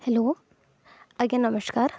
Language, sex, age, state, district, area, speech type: Odia, female, 18-30, Odisha, Nabarangpur, urban, spontaneous